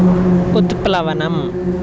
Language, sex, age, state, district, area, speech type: Sanskrit, male, 18-30, Karnataka, Chikkamagaluru, rural, read